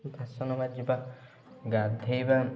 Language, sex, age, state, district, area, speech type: Odia, male, 18-30, Odisha, Kendujhar, urban, spontaneous